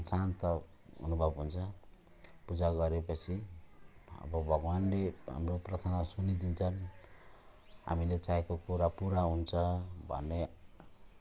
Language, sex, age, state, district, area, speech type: Nepali, male, 45-60, West Bengal, Jalpaiguri, rural, spontaneous